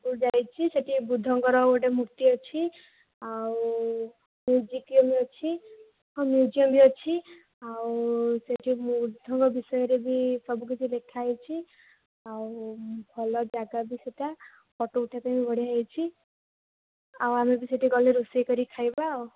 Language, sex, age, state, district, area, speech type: Odia, female, 18-30, Odisha, Jajpur, rural, conversation